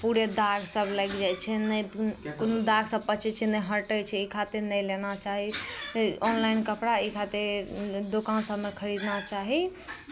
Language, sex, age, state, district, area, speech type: Maithili, female, 18-30, Bihar, Araria, rural, spontaneous